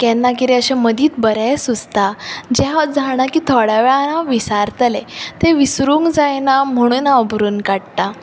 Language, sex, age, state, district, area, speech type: Goan Konkani, female, 18-30, Goa, Bardez, urban, spontaneous